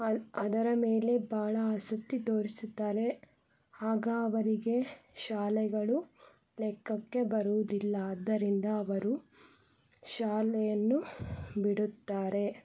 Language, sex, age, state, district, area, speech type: Kannada, female, 18-30, Karnataka, Chitradurga, rural, spontaneous